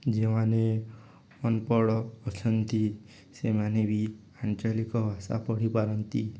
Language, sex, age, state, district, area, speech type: Odia, male, 18-30, Odisha, Nuapada, urban, spontaneous